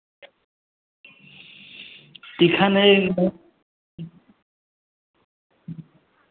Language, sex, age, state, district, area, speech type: Hindi, male, 30-45, Uttar Pradesh, Varanasi, urban, conversation